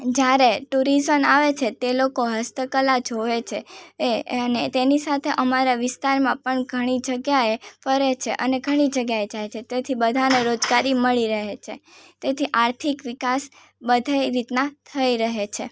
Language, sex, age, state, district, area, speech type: Gujarati, female, 18-30, Gujarat, Surat, rural, spontaneous